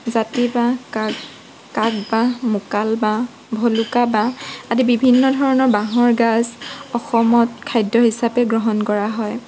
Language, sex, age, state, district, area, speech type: Assamese, female, 18-30, Assam, Morigaon, rural, spontaneous